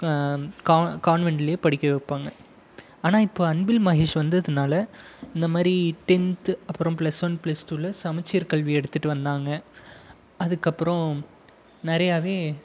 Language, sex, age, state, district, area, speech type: Tamil, male, 18-30, Tamil Nadu, Krishnagiri, rural, spontaneous